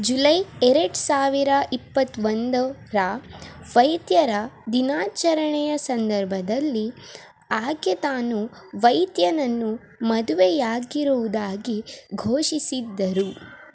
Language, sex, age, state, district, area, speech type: Kannada, female, 18-30, Karnataka, Chamarajanagar, rural, read